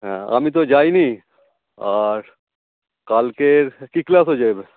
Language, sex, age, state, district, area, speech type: Bengali, male, 45-60, West Bengal, Howrah, urban, conversation